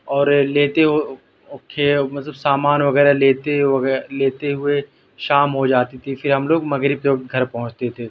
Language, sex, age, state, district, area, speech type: Urdu, male, 30-45, Delhi, South Delhi, rural, spontaneous